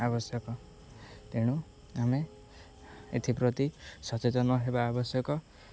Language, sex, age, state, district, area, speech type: Odia, male, 18-30, Odisha, Jagatsinghpur, rural, spontaneous